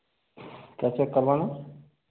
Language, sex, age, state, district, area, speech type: Hindi, male, 45-60, Madhya Pradesh, Hoshangabad, rural, conversation